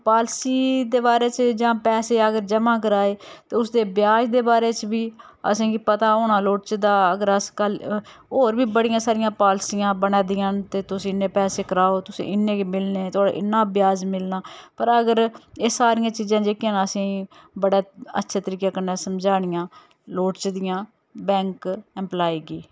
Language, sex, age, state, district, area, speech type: Dogri, female, 30-45, Jammu and Kashmir, Udhampur, rural, spontaneous